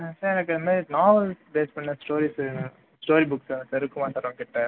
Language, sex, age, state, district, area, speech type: Tamil, male, 18-30, Tamil Nadu, Viluppuram, urban, conversation